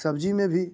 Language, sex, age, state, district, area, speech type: Hindi, male, 30-45, Bihar, Muzaffarpur, rural, spontaneous